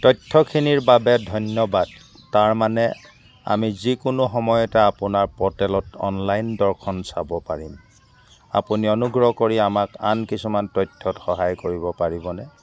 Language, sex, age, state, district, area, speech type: Assamese, male, 45-60, Assam, Dibrugarh, rural, read